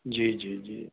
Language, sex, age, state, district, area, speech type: Sindhi, male, 60+, Uttar Pradesh, Lucknow, urban, conversation